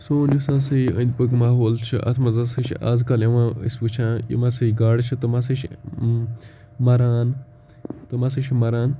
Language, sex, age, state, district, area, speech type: Kashmiri, male, 18-30, Jammu and Kashmir, Kupwara, rural, spontaneous